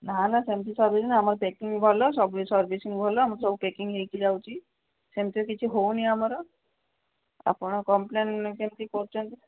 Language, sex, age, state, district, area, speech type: Odia, female, 60+, Odisha, Gajapati, rural, conversation